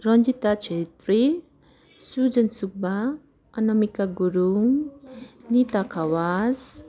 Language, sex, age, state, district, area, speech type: Nepali, female, 45-60, West Bengal, Darjeeling, rural, spontaneous